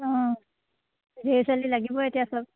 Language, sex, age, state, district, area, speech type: Assamese, female, 30-45, Assam, Sivasagar, rural, conversation